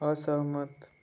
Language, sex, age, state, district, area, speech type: Hindi, male, 18-30, Madhya Pradesh, Betul, rural, read